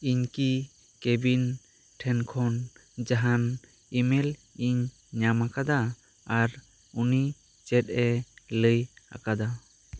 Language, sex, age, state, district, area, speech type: Santali, male, 18-30, West Bengal, Bankura, rural, read